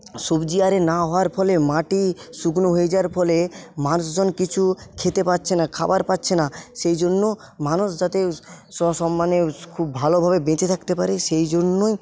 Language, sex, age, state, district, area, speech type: Bengali, male, 45-60, West Bengal, Paschim Medinipur, rural, spontaneous